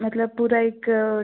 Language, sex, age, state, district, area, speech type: Hindi, female, 30-45, Madhya Pradesh, Jabalpur, urban, conversation